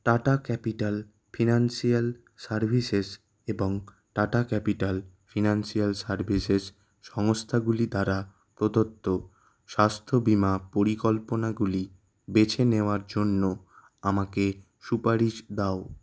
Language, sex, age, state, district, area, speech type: Bengali, male, 18-30, West Bengal, Kolkata, urban, read